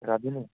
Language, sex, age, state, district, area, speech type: Bengali, male, 18-30, West Bengal, Murshidabad, urban, conversation